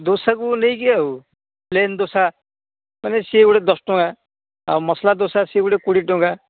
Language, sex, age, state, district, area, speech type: Odia, male, 45-60, Odisha, Gajapati, rural, conversation